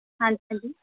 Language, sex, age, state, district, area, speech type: Punjabi, female, 18-30, Punjab, Shaheed Bhagat Singh Nagar, urban, conversation